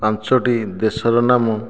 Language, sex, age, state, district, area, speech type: Odia, male, 45-60, Odisha, Nayagarh, rural, spontaneous